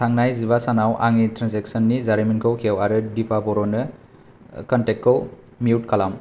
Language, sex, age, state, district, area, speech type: Bodo, male, 30-45, Assam, Kokrajhar, urban, read